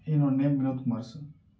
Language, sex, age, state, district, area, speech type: Tamil, male, 45-60, Tamil Nadu, Mayiladuthurai, rural, spontaneous